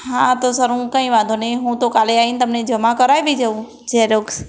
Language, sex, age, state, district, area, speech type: Gujarati, female, 18-30, Gujarat, Ahmedabad, urban, spontaneous